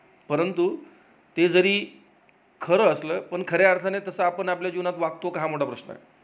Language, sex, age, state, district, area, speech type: Marathi, male, 45-60, Maharashtra, Jalna, urban, spontaneous